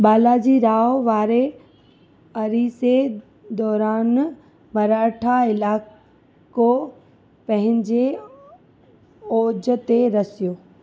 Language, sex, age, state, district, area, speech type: Sindhi, female, 18-30, Gujarat, Surat, urban, read